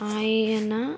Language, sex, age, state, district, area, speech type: Telugu, female, 18-30, Andhra Pradesh, West Godavari, rural, spontaneous